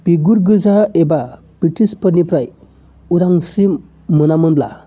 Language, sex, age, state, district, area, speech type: Bodo, male, 30-45, Assam, Chirang, urban, spontaneous